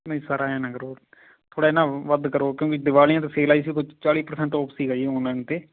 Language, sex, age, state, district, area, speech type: Punjabi, male, 30-45, Punjab, Fazilka, rural, conversation